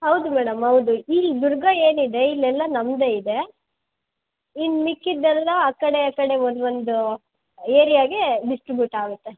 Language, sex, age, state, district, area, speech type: Kannada, female, 18-30, Karnataka, Chitradurga, urban, conversation